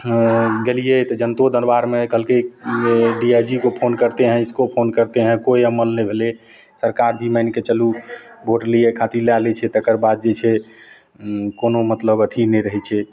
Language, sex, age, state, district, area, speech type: Maithili, male, 45-60, Bihar, Madhepura, rural, spontaneous